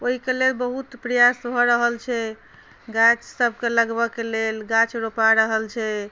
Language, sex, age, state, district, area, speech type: Maithili, female, 30-45, Bihar, Madhubani, rural, spontaneous